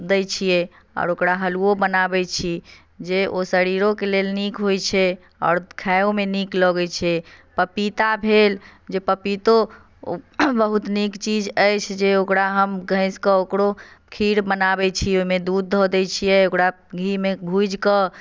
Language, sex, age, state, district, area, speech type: Maithili, female, 30-45, Bihar, Madhubani, rural, spontaneous